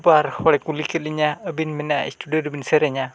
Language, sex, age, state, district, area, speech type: Santali, male, 45-60, Odisha, Mayurbhanj, rural, spontaneous